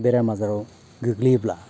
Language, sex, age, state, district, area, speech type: Bodo, male, 45-60, Assam, Baksa, rural, spontaneous